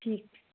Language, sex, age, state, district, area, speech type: Punjabi, female, 18-30, Punjab, Mansa, urban, conversation